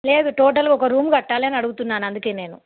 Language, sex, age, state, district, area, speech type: Telugu, female, 30-45, Telangana, Karimnagar, rural, conversation